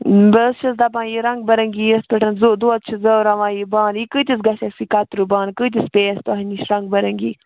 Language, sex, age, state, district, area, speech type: Kashmiri, female, 30-45, Jammu and Kashmir, Ganderbal, rural, conversation